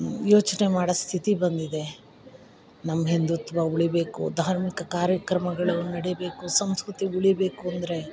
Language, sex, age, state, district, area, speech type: Kannada, female, 45-60, Karnataka, Chikkamagaluru, rural, spontaneous